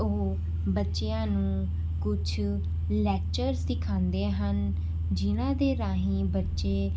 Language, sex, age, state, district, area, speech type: Punjabi, female, 18-30, Punjab, Rupnagar, urban, spontaneous